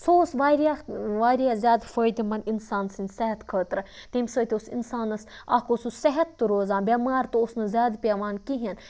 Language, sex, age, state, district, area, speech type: Kashmiri, female, 30-45, Jammu and Kashmir, Budgam, rural, spontaneous